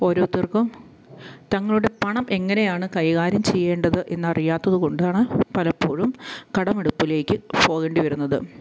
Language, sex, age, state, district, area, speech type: Malayalam, female, 30-45, Kerala, Kottayam, rural, spontaneous